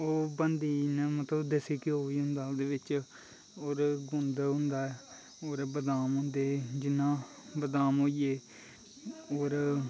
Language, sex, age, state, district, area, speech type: Dogri, male, 18-30, Jammu and Kashmir, Kathua, rural, spontaneous